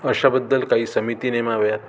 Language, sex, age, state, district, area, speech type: Marathi, male, 45-60, Maharashtra, Amravati, rural, spontaneous